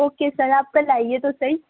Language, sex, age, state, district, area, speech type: Urdu, female, 18-30, Delhi, Central Delhi, urban, conversation